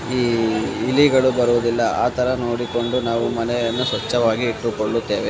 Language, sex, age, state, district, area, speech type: Kannada, male, 18-30, Karnataka, Kolar, rural, spontaneous